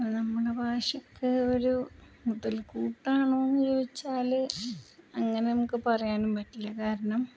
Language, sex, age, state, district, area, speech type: Malayalam, female, 30-45, Kerala, Palakkad, rural, spontaneous